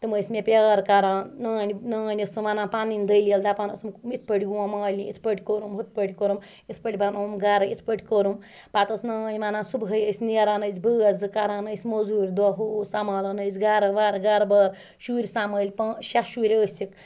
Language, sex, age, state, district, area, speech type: Kashmiri, female, 18-30, Jammu and Kashmir, Ganderbal, rural, spontaneous